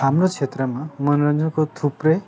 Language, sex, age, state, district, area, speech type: Nepali, male, 18-30, West Bengal, Darjeeling, rural, spontaneous